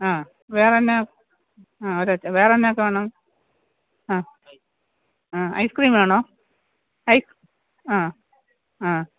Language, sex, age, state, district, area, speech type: Malayalam, female, 60+, Kerala, Thiruvananthapuram, urban, conversation